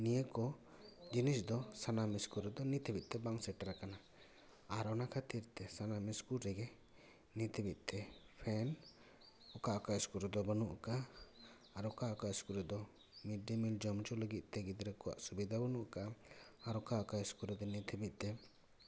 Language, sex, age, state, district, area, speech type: Santali, male, 30-45, West Bengal, Paschim Bardhaman, urban, spontaneous